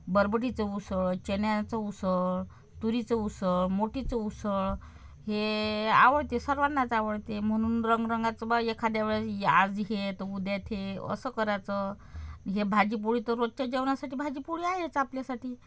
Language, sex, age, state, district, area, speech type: Marathi, female, 45-60, Maharashtra, Amravati, rural, spontaneous